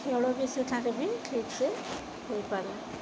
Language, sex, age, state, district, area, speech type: Odia, female, 30-45, Odisha, Sundergarh, urban, spontaneous